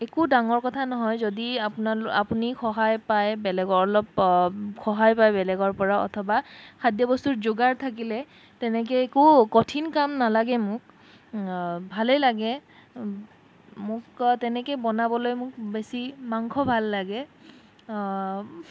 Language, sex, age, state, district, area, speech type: Assamese, female, 30-45, Assam, Sonitpur, rural, spontaneous